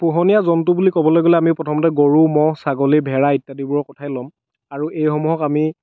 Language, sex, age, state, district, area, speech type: Assamese, male, 45-60, Assam, Dhemaji, rural, spontaneous